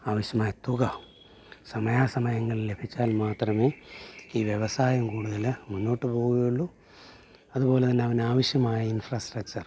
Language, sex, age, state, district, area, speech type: Malayalam, male, 45-60, Kerala, Alappuzha, urban, spontaneous